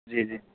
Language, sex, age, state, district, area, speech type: Urdu, male, 30-45, Bihar, Khagaria, rural, conversation